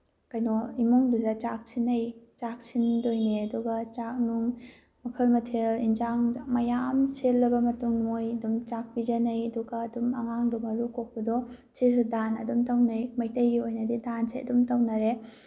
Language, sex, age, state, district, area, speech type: Manipuri, female, 18-30, Manipur, Bishnupur, rural, spontaneous